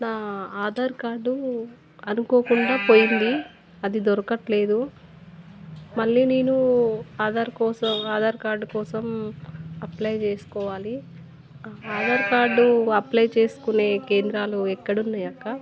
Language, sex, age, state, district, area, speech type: Telugu, female, 30-45, Telangana, Warangal, rural, spontaneous